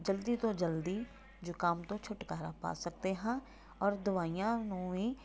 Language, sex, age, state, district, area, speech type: Punjabi, female, 45-60, Punjab, Tarn Taran, rural, spontaneous